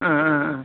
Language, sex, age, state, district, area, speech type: Malayalam, female, 45-60, Kerala, Kollam, rural, conversation